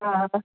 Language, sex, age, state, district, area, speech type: Sindhi, female, 30-45, Uttar Pradesh, Lucknow, urban, conversation